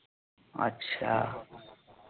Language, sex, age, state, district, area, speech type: Hindi, male, 30-45, Uttar Pradesh, Hardoi, rural, conversation